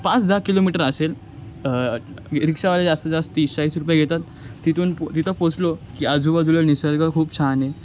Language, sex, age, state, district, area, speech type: Marathi, male, 18-30, Maharashtra, Thane, urban, spontaneous